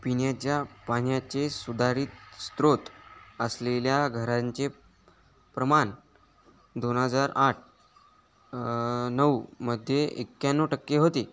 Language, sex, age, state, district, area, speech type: Marathi, male, 18-30, Maharashtra, Hingoli, urban, read